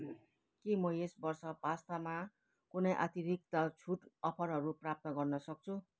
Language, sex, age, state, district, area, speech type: Nepali, female, 60+, West Bengal, Kalimpong, rural, read